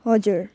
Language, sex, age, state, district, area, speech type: Nepali, female, 18-30, West Bengal, Jalpaiguri, rural, spontaneous